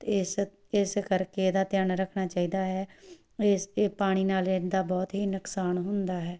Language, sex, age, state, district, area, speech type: Punjabi, female, 18-30, Punjab, Tarn Taran, rural, spontaneous